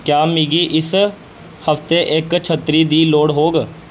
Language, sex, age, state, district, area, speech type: Dogri, male, 18-30, Jammu and Kashmir, Jammu, rural, read